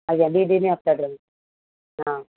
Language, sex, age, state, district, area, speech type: Odia, female, 45-60, Odisha, Sundergarh, rural, conversation